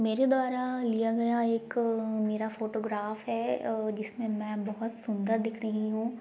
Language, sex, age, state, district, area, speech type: Hindi, female, 18-30, Madhya Pradesh, Gwalior, rural, spontaneous